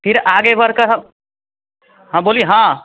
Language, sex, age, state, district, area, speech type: Hindi, male, 18-30, Bihar, Vaishali, rural, conversation